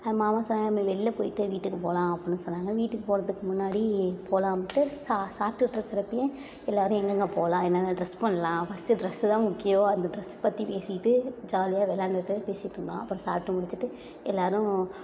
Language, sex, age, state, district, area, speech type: Tamil, female, 18-30, Tamil Nadu, Thanjavur, urban, spontaneous